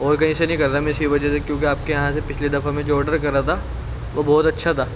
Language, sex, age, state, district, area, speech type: Urdu, male, 18-30, Delhi, Central Delhi, urban, spontaneous